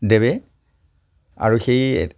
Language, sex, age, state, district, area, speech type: Assamese, male, 30-45, Assam, Charaideo, rural, spontaneous